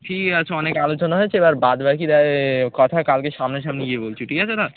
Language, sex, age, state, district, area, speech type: Bengali, male, 18-30, West Bengal, Birbhum, urban, conversation